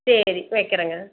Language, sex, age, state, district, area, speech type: Tamil, female, 45-60, Tamil Nadu, Tiruppur, rural, conversation